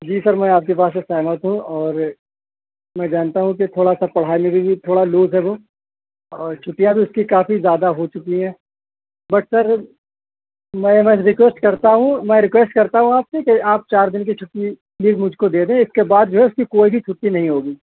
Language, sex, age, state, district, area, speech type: Urdu, male, 18-30, Uttar Pradesh, Shahjahanpur, urban, conversation